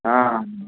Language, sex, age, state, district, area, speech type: Hindi, male, 18-30, Madhya Pradesh, Jabalpur, urban, conversation